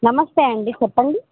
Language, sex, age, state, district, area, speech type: Telugu, female, 18-30, Telangana, Khammam, urban, conversation